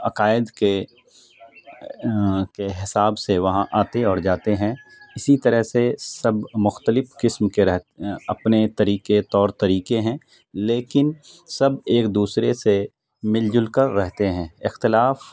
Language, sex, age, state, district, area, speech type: Urdu, male, 45-60, Bihar, Khagaria, rural, spontaneous